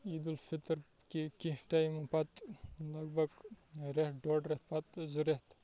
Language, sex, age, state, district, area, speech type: Kashmiri, male, 18-30, Jammu and Kashmir, Kupwara, urban, spontaneous